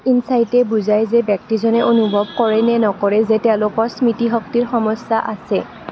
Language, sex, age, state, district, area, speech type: Assamese, female, 18-30, Assam, Kamrup Metropolitan, urban, read